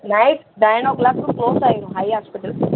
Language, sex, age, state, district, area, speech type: Tamil, female, 18-30, Tamil Nadu, Madurai, urban, conversation